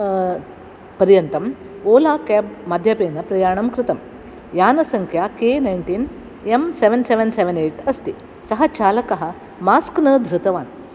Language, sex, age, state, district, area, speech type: Sanskrit, female, 60+, Karnataka, Dakshina Kannada, urban, spontaneous